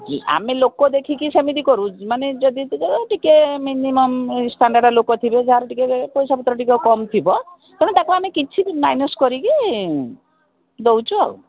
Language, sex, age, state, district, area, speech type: Odia, female, 45-60, Odisha, Koraput, urban, conversation